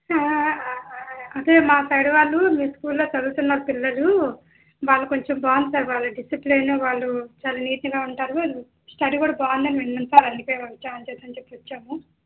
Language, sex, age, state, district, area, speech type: Telugu, female, 30-45, Andhra Pradesh, Visakhapatnam, urban, conversation